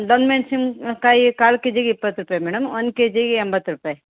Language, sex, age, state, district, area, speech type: Kannada, female, 30-45, Karnataka, Uttara Kannada, rural, conversation